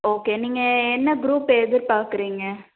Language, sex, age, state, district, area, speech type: Tamil, female, 30-45, Tamil Nadu, Cuddalore, urban, conversation